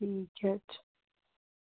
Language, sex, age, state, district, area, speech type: Dogri, female, 30-45, Jammu and Kashmir, Reasi, urban, conversation